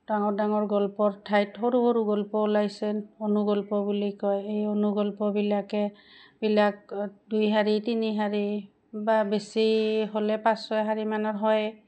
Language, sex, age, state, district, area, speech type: Assamese, female, 45-60, Assam, Goalpara, rural, spontaneous